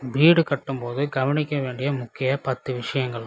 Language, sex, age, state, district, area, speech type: Tamil, male, 30-45, Tamil Nadu, Viluppuram, rural, spontaneous